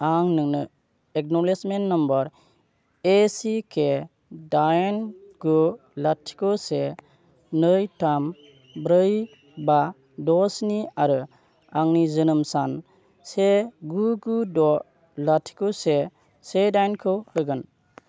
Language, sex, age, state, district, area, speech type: Bodo, male, 30-45, Assam, Kokrajhar, rural, read